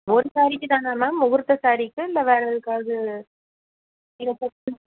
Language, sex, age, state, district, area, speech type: Tamil, female, 30-45, Tamil Nadu, Chennai, urban, conversation